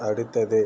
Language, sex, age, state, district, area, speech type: Tamil, male, 18-30, Tamil Nadu, Viluppuram, rural, read